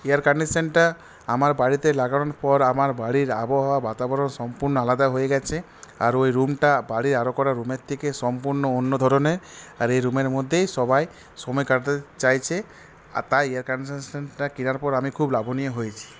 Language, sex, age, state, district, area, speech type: Bengali, male, 45-60, West Bengal, Purulia, urban, spontaneous